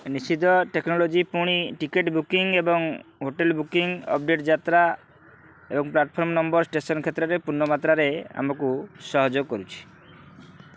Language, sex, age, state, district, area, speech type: Odia, male, 30-45, Odisha, Kendrapara, urban, spontaneous